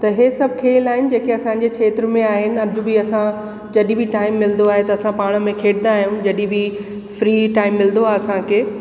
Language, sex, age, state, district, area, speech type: Sindhi, female, 30-45, Uttar Pradesh, Lucknow, urban, spontaneous